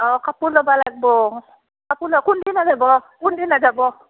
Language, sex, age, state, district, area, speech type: Assamese, female, 45-60, Assam, Barpeta, rural, conversation